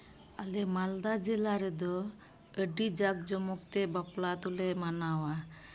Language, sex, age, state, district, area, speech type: Santali, female, 30-45, West Bengal, Malda, rural, spontaneous